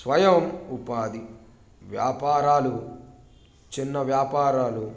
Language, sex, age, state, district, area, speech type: Telugu, male, 18-30, Telangana, Hanamkonda, urban, spontaneous